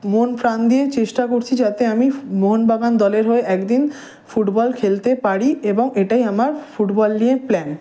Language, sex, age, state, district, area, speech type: Bengali, male, 18-30, West Bengal, Howrah, urban, spontaneous